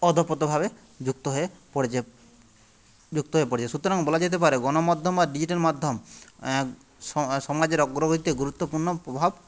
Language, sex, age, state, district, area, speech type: Bengali, male, 30-45, West Bengal, Jhargram, rural, spontaneous